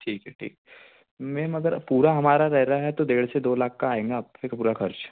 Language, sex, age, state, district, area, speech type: Hindi, male, 18-30, Madhya Pradesh, Betul, urban, conversation